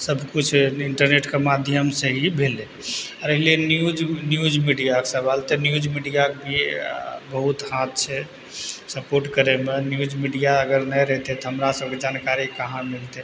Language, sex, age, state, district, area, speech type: Maithili, male, 30-45, Bihar, Purnia, rural, spontaneous